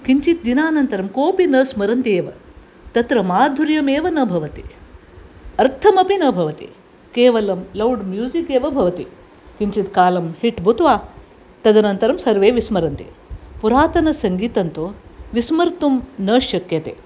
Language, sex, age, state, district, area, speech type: Sanskrit, female, 60+, Karnataka, Dakshina Kannada, urban, spontaneous